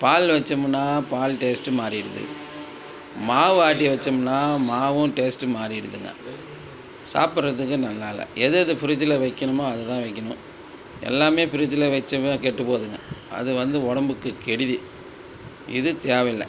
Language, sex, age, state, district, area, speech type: Tamil, male, 60+, Tamil Nadu, Dharmapuri, rural, spontaneous